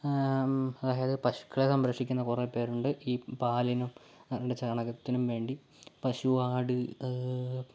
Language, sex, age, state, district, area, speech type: Malayalam, male, 18-30, Kerala, Kozhikode, urban, spontaneous